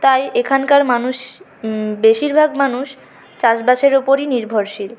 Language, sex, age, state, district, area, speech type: Bengali, female, 30-45, West Bengal, Purulia, urban, spontaneous